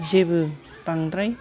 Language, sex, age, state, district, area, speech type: Bodo, female, 60+, Assam, Kokrajhar, urban, spontaneous